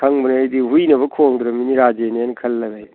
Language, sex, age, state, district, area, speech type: Manipuri, male, 60+, Manipur, Thoubal, rural, conversation